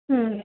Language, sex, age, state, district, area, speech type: Punjabi, female, 18-30, Punjab, Muktsar, urban, conversation